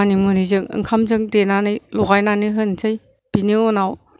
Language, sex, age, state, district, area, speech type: Bodo, female, 60+, Assam, Kokrajhar, rural, spontaneous